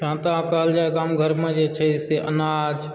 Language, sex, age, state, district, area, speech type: Maithili, male, 18-30, Bihar, Supaul, rural, spontaneous